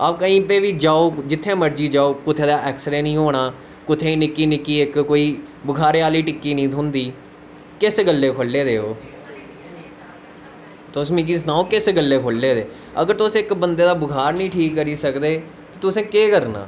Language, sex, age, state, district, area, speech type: Dogri, male, 18-30, Jammu and Kashmir, Udhampur, urban, spontaneous